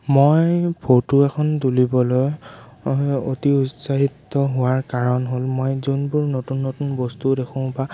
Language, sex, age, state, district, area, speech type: Assamese, male, 18-30, Assam, Sonitpur, rural, spontaneous